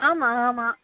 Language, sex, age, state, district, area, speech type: Sanskrit, female, 18-30, Tamil Nadu, Dharmapuri, rural, conversation